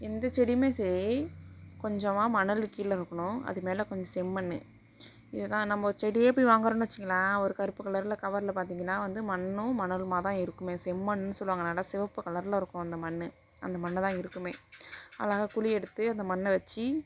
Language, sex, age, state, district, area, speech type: Tamil, female, 30-45, Tamil Nadu, Mayiladuthurai, rural, spontaneous